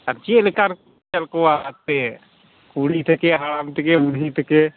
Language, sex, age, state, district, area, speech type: Santali, male, 30-45, West Bengal, Malda, rural, conversation